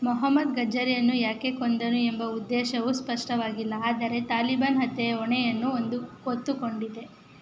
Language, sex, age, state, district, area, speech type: Kannada, female, 18-30, Karnataka, Chamarajanagar, urban, read